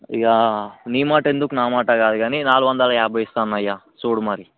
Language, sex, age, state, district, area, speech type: Telugu, male, 18-30, Telangana, Vikarabad, urban, conversation